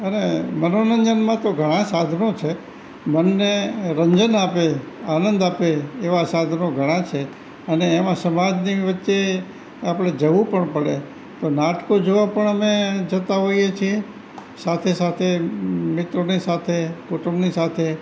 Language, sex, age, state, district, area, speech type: Gujarati, male, 60+, Gujarat, Rajkot, rural, spontaneous